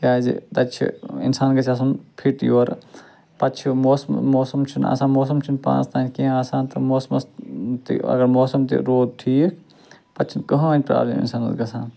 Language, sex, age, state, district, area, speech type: Kashmiri, male, 30-45, Jammu and Kashmir, Ganderbal, rural, spontaneous